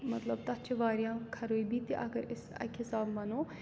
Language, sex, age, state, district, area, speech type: Kashmiri, female, 18-30, Jammu and Kashmir, Srinagar, urban, spontaneous